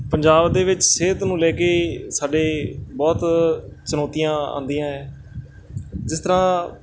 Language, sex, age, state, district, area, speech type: Punjabi, male, 30-45, Punjab, Mansa, urban, spontaneous